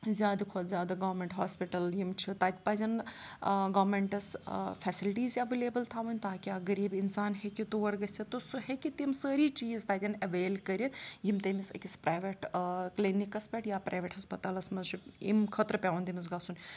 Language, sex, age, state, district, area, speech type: Kashmiri, female, 30-45, Jammu and Kashmir, Srinagar, rural, spontaneous